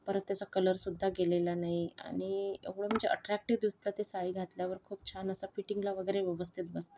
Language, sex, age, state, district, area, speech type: Marathi, female, 45-60, Maharashtra, Yavatmal, rural, spontaneous